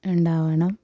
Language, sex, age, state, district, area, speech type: Malayalam, female, 18-30, Kerala, Kasaragod, rural, spontaneous